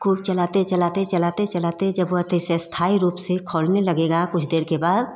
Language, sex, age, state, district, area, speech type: Hindi, female, 45-60, Uttar Pradesh, Varanasi, urban, spontaneous